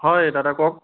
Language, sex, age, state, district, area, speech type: Assamese, male, 30-45, Assam, Biswanath, rural, conversation